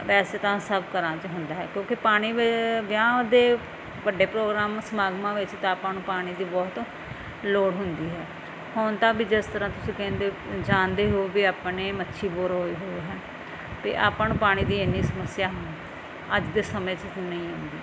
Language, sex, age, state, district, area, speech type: Punjabi, female, 30-45, Punjab, Firozpur, rural, spontaneous